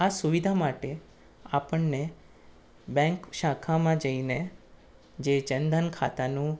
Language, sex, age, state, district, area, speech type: Gujarati, male, 18-30, Gujarat, Anand, rural, spontaneous